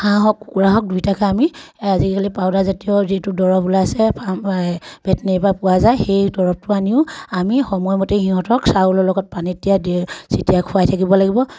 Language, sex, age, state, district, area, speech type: Assamese, female, 30-45, Assam, Sivasagar, rural, spontaneous